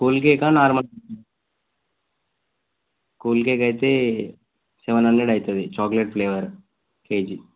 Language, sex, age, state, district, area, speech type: Telugu, male, 18-30, Telangana, Jayashankar, urban, conversation